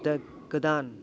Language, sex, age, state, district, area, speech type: Bodo, male, 45-60, Assam, Kokrajhar, rural, spontaneous